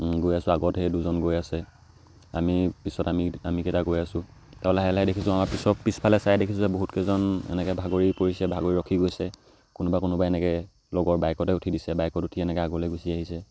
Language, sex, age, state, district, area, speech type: Assamese, male, 18-30, Assam, Charaideo, rural, spontaneous